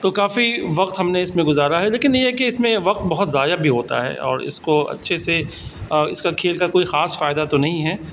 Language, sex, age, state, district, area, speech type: Urdu, male, 45-60, Delhi, South Delhi, urban, spontaneous